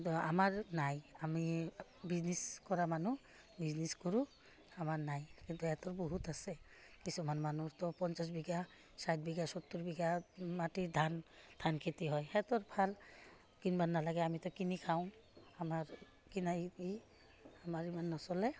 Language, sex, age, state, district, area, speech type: Assamese, female, 45-60, Assam, Udalguri, rural, spontaneous